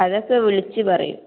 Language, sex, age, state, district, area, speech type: Malayalam, female, 18-30, Kerala, Kannur, rural, conversation